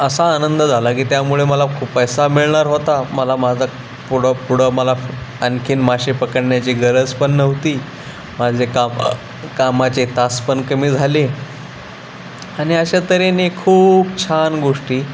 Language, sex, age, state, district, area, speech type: Marathi, male, 18-30, Maharashtra, Ratnagiri, rural, spontaneous